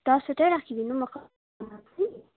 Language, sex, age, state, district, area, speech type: Nepali, female, 18-30, West Bengal, Kalimpong, rural, conversation